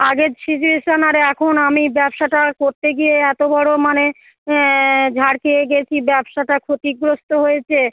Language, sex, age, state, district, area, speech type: Bengali, female, 45-60, West Bengal, South 24 Parganas, rural, conversation